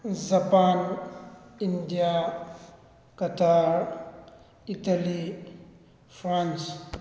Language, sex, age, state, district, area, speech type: Manipuri, male, 18-30, Manipur, Thoubal, rural, spontaneous